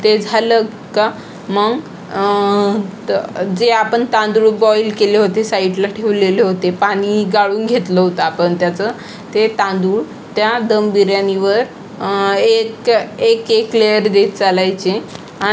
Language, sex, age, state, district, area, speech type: Marathi, female, 18-30, Maharashtra, Aurangabad, rural, spontaneous